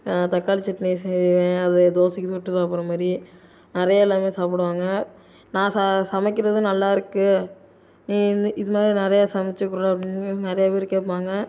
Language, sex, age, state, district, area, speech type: Tamil, male, 18-30, Tamil Nadu, Tiruchirappalli, rural, spontaneous